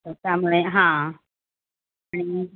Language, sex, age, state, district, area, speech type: Marathi, female, 45-60, Maharashtra, Mumbai Suburban, urban, conversation